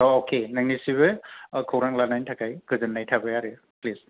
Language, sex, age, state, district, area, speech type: Bodo, male, 45-60, Assam, Kokrajhar, rural, conversation